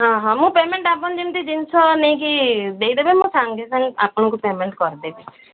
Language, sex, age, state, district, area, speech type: Odia, female, 45-60, Odisha, Sundergarh, rural, conversation